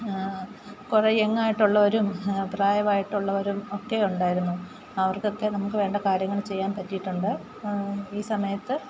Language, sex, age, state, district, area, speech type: Malayalam, female, 30-45, Kerala, Alappuzha, rural, spontaneous